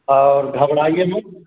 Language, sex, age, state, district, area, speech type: Hindi, male, 45-60, Uttar Pradesh, Azamgarh, rural, conversation